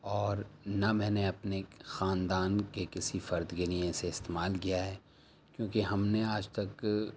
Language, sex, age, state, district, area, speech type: Urdu, male, 30-45, Delhi, South Delhi, rural, spontaneous